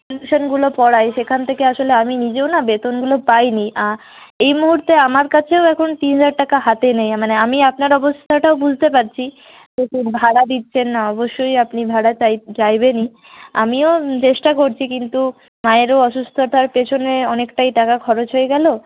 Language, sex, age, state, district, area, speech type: Bengali, female, 60+, West Bengal, Purulia, urban, conversation